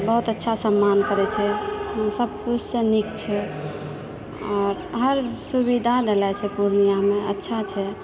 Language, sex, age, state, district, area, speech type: Maithili, female, 45-60, Bihar, Purnia, rural, spontaneous